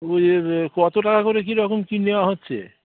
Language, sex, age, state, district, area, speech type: Bengali, male, 45-60, West Bengal, Dakshin Dinajpur, rural, conversation